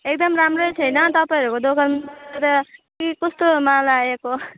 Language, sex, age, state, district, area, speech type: Nepali, female, 18-30, West Bengal, Alipurduar, rural, conversation